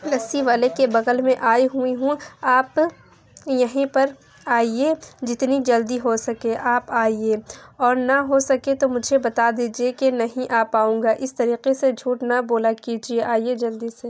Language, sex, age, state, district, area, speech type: Urdu, female, 30-45, Uttar Pradesh, Lucknow, urban, spontaneous